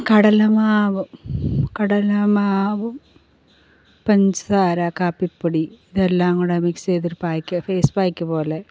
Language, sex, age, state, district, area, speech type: Malayalam, female, 45-60, Kerala, Pathanamthitta, rural, spontaneous